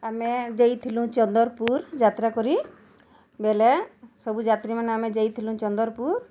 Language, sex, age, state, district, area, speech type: Odia, female, 30-45, Odisha, Bargarh, urban, spontaneous